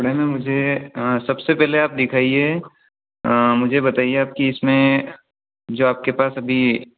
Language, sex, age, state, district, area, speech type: Hindi, male, 18-30, Madhya Pradesh, Ujjain, rural, conversation